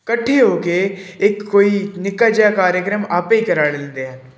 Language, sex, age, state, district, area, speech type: Punjabi, male, 18-30, Punjab, Pathankot, urban, spontaneous